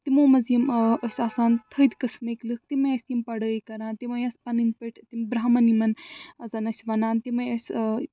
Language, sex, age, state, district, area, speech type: Kashmiri, female, 30-45, Jammu and Kashmir, Srinagar, urban, spontaneous